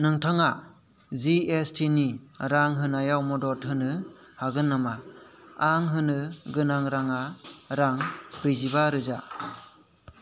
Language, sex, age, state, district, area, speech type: Bodo, male, 30-45, Assam, Kokrajhar, rural, read